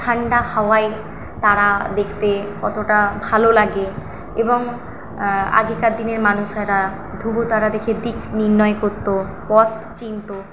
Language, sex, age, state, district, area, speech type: Bengali, female, 18-30, West Bengal, Paschim Medinipur, rural, spontaneous